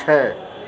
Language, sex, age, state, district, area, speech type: Maithili, male, 45-60, Bihar, Supaul, rural, read